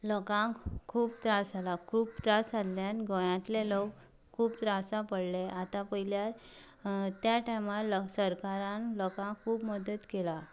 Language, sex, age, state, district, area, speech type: Goan Konkani, female, 18-30, Goa, Canacona, rural, spontaneous